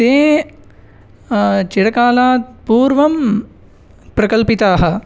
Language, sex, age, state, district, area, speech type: Sanskrit, male, 18-30, Tamil Nadu, Chennai, urban, spontaneous